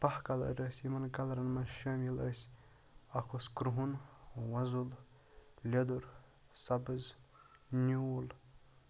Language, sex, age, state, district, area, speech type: Kashmiri, male, 18-30, Jammu and Kashmir, Budgam, rural, spontaneous